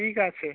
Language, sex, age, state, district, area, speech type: Bengali, male, 30-45, West Bengal, North 24 Parganas, urban, conversation